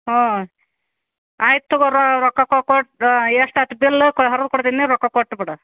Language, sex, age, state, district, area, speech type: Kannada, female, 45-60, Karnataka, Gadag, rural, conversation